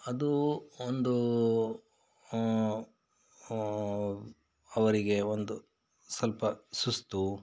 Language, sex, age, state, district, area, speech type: Kannada, male, 45-60, Karnataka, Bangalore Rural, rural, spontaneous